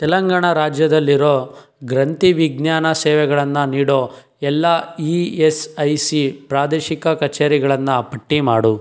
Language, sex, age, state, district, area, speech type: Kannada, male, 18-30, Karnataka, Chikkaballapur, urban, read